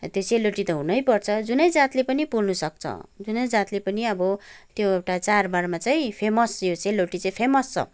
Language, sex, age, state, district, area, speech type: Nepali, female, 45-60, West Bengal, Kalimpong, rural, spontaneous